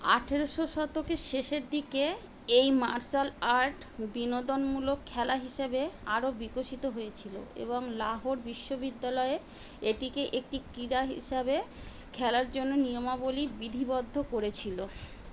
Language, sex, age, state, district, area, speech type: Bengali, female, 45-60, West Bengal, Kolkata, urban, read